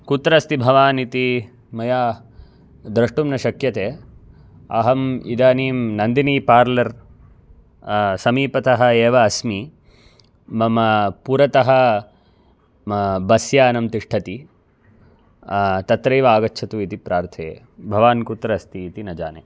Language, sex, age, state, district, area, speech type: Sanskrit, male, 18-30, Karnataka, Bangalore Urban, urban, spontaneous